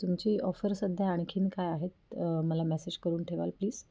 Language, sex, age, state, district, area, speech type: Marathi, female, 30-45, Maharashtra, Pune, urban, spontaneous